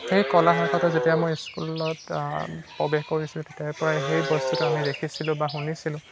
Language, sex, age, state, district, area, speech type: Assamese, male, 18-30, Assam, Lakhimpur, urban, spontaneous